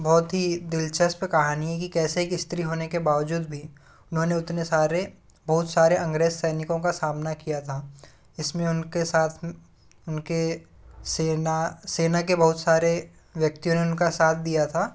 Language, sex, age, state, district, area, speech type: Hindi, male, 45-60, Madhya Pradesh, Bhopal, rural, spontaneous